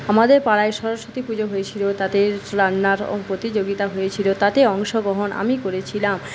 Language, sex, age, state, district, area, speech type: Bengali, female, 30-45, West Bengal, Paschim Medinipur, rural, spontaneous